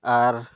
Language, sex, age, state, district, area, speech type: Santali, male, 30-45, Jharkhand, Pakur, rural, spontaneous